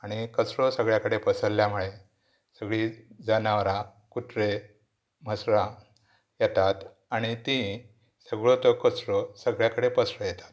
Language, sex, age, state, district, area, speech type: Goan Konkani, male, 60+, Goa, Pernem, rural, spontaneous